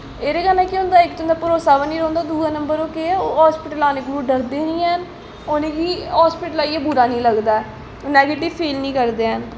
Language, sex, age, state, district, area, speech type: Dogri, female, 18-30, Jammu and Kashmir, Jammu, rural, spontaneous